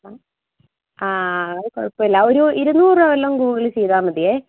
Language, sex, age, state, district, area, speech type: Malayalam, female, 18-30, Kerala, Idukki, rural, conversation